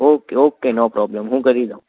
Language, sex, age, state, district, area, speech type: Gujarati, male, 18-30, Gujarat, Ahmedabad, urban, conversation